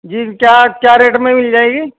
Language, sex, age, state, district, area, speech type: Urdu, male, 45-60, Uttar Pradesh, Muzaffarnagar, rural, conversation